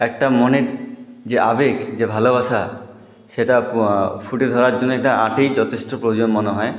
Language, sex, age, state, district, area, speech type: Bengali, male, 18-30, West Bengal, Jalpaiguri, rural, spontaneous